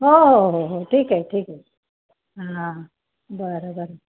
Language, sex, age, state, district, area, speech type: Marathi, female, 60+, Maharashtra, Nanded, rural, conversation